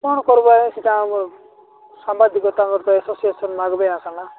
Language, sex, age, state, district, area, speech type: Odia, male, 45-60, Odisha, Nabarangpur, rural, conversation